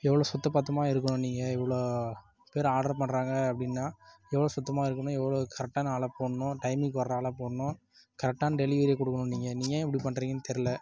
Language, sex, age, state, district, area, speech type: Tamil, male, 18-30, Tamil Nadu, Dharmapuri, rural, spontaneous